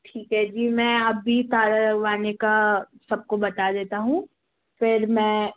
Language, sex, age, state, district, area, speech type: Hindi, female, 18-30, Madhya Pradesh, Jabalpur, urban, conversation